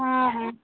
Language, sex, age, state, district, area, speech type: Odia, female, 18-30, Odisha, Subarnapur, urban, conversation